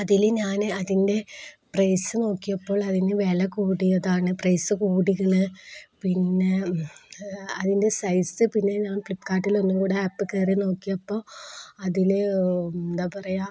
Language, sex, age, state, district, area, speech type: Malayalam, female, 30-45, Kerala, Kozhikode, rural, spontaneous